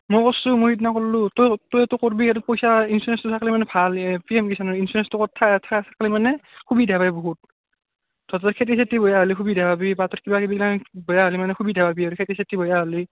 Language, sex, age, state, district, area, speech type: Assamese, male, 18-30, Assam, Barpeta, rural, conversation